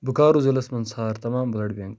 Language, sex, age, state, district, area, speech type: Kashmiri, male, 18-30, Jammu and Kashmir, Bandipora, rural, read